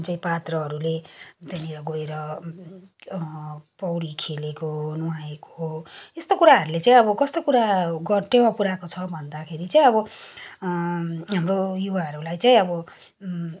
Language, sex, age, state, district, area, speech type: Nepali, female, 30-45, West Bengal, Kalimpong, rural, spontaneous